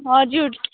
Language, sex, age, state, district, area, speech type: Nepali, female, 18-30, West Bengal, Kalimpong, rural, conversation